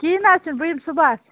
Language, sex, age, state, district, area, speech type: Kashmiri, female, 30-45, Jammu and Kashmir, Baramulla, rural, conversation